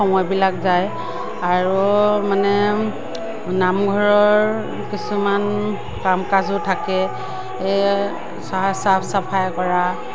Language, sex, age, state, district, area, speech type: Assamese, female, 45-60, Assam, Morigaon, rural, spontaneous